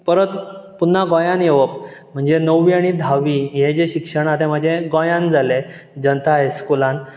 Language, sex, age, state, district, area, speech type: Goan Konkani, male, 18-30, Goa, Bardez, urban, spontaneous